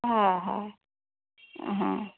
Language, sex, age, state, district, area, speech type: Bengali, female, 30-45, West Bengal, Howrah, urban, conversation